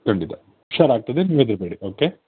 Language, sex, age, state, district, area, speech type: Kannada, male, 30-45, Karnataka, Shimoga, rural, conversation